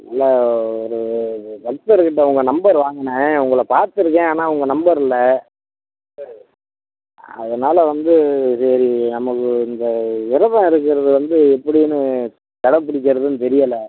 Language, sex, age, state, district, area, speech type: Tamil, male, 60+, Tamil Nadu, Pudukkottai, rural, conversation